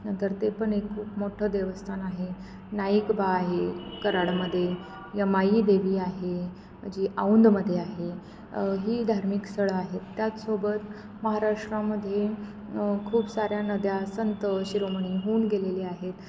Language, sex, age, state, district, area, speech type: Marathi, female, 30-45, Maharashtra, Kolhapur, urban, spontaneous